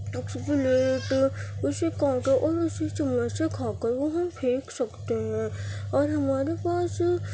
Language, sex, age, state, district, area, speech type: Urdu, female, 45-60, Delhi, Central Delhi, urban, spontaneous